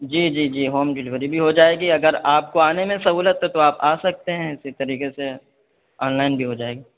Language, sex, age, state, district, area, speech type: Urdu, male, 18-30, Uttar Pradesh, Saharanpur, urban, conversation